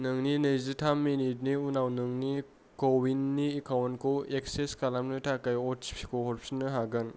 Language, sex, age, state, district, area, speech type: Bodo, male, 30-45, Assam, Kokrajhar, urban, read